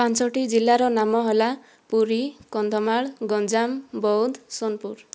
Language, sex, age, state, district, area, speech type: Odia, female, 60+, Odisha, Kandhamal, rural, spontaneous